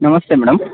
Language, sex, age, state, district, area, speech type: Kannada, male, 18-30, Karnataka, Chitradurga, rural, conversation